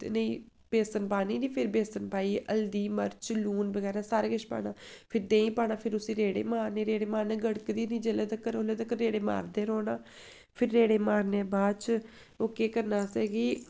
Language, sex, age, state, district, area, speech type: Dogri, female, 18-30, Jammu and Kashmir, Samba, rural, spontaneous